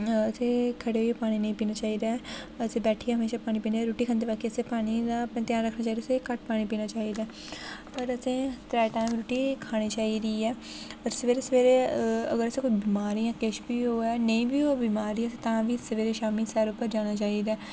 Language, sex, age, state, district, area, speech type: Dogri, female, 18-30, Jammu and Kashmir, Jammu, rural, spontaneous